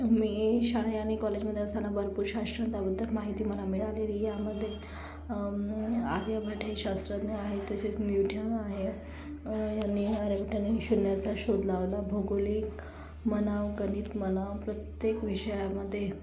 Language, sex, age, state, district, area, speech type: Marathi, female, 30-45, Maharashtra, Yavatmal, rural, spontaneous